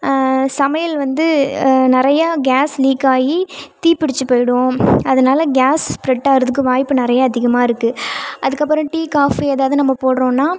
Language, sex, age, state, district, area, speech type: Tamil, female, 18-30, Tamil Nadu, Thanjavur, rural, spontaneous